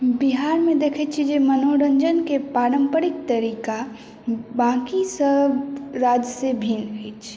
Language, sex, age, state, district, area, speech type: Maithili, female, 18-30, Bihar, Madhubani, urban, spontaneous